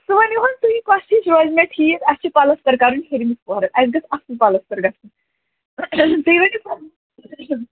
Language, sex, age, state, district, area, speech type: Kashmiri, female, 45-60, Jammu and Kashmir, Ganderbal, rural, conversation